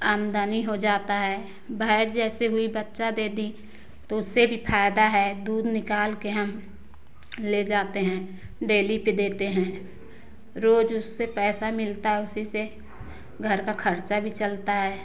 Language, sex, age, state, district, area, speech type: Hindi, female, 45-60, Uttar Pradesh, Prayagraj, rural, spontaneous